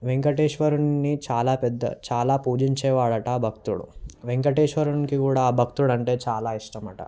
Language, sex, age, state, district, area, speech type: Telugu, male, 18-30, Telangana, Vikarabad, urban, spontaneous